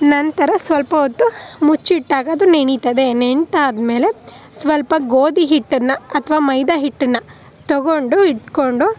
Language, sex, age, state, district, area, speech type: Kannada, female, 18-30, Karnataka, Chamarajanagar, rural, spontaneous